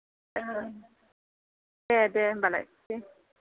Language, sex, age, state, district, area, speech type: Bodo, female, 45-60, Assam, Kokrajhar, rural, conversation